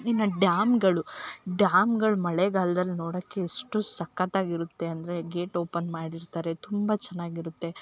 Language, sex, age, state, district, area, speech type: Kannada, female, 18-30, Karnataka, Chikkamagaluru, rural, spontaneous